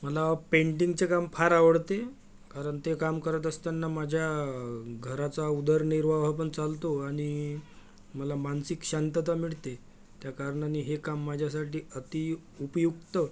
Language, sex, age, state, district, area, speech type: Marathi, male, 45-60, Maharashtra, Amravati, urban, spontaneous